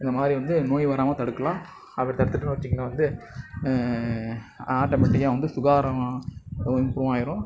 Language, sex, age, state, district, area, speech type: Tamil, male, 30-45, Tamil Nadu, Nagapattinam, rural, spontaneous